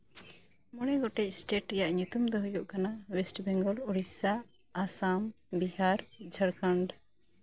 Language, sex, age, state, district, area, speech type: Santali, female, 30-45, West Bengal, Birbhum, rural, spontaneous